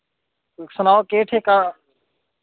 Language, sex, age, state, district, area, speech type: Dogri, male, 18-30, Jammu and Kashmir, Kathua, rural, conversation